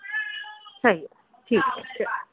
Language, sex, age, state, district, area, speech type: Urdu, female, 18-30, Delhi, Central Delhi, urban, conversation